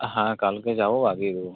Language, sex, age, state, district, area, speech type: Bengali, male, 18-30, West Bengal, Uttar Dinajpur, rural, conversation